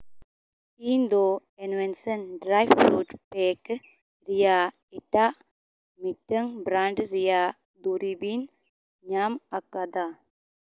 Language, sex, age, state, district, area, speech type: Santali, female, 18-30, Jharkhand, Seraikela Kharsawan, rural, read